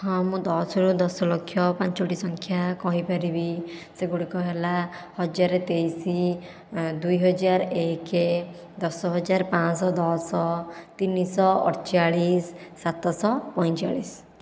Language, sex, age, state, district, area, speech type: Odia, female, 45-60, Odisha, Khordha, rural, spontaneous